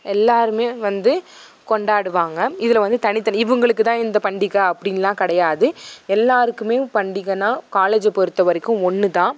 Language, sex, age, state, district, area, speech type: Tamil, female, 18-30, Tamil Nadu, Thanjavur, rural, spontaneous